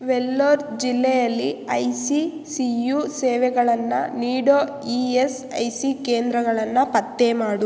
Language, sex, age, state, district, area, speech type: Kannada, female, 18-30, Karnataka, Chikkaballapur, rural, read